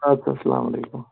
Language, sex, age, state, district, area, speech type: Kashmiri, male, 18-30, Jammu and Kashmir, Kulgam, urban, conversation